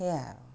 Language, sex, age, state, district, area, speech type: Assamese, female, 60+, Assam, Charaideo, urban, spontaneous